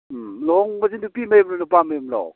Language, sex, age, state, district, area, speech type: Manipuri, male, 45-60, Manipur, Imphal East, rural, conversation